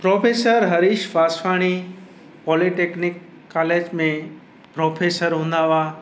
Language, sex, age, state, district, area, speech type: Sindhi, male, 45-60, Gujarat, Kutch, urban, spontaneous